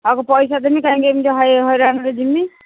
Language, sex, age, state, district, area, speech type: Odia, female, 60+, Odisha, Jharsuguda, rural, conversation